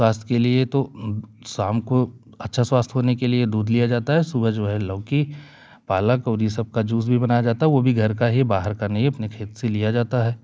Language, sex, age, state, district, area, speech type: Hindi, male, 30-45, Uttar Pradesh, Jaunpur, rural, spontaneous